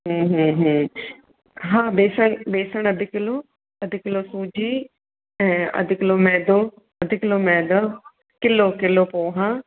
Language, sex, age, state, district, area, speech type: Sindhi, female, 45-60, Maharashtra, Thane, urban, conversation